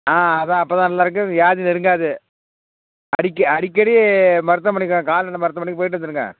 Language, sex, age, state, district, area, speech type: Tamil, male, 60+, Tamil Nadu, Tiruvarur, rural, conversation